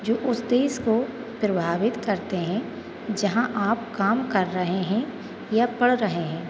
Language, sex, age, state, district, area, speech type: Hindi, female, 18-30, Madhya Pradesh, Hoshangabad, urban, spontaneous